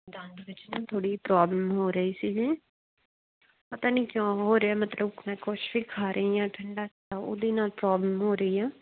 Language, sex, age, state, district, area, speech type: Punjabi, female, 30-45, Punjab, Muktsar, rural, conversation